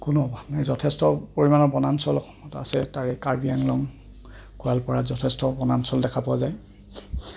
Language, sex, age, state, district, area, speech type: Assamese, male, 30-45, Assam, Goalpara, urban, spontaneous